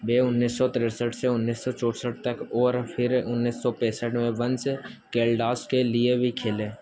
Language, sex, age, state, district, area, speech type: Hindi, male, 18-30, Madhya Pradesh, Harda, urban, read